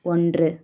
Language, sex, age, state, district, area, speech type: Tamil, female, 18-30, Tamil Nadu, Virudhunagar, rural, read